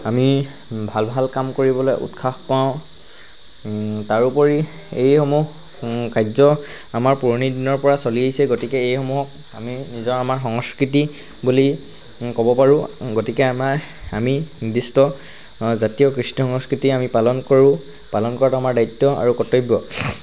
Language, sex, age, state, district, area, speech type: Assamese, male, 45-60, Assam, Charaideo, rural, spontaneous